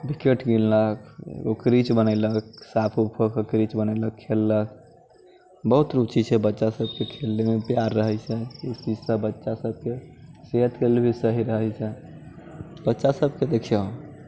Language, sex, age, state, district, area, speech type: Maithili, male, 30-45, Bihar, Muzaffarpur, rural, spontaneous